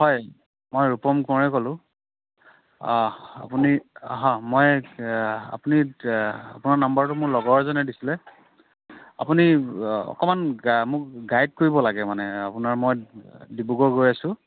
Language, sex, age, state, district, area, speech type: Assamese, male, 30-45, Assam, Dibrugarh, rural, conversation